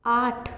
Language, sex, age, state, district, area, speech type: Hindi, female, 30-45, Rajasthan, Jaipur, urban, read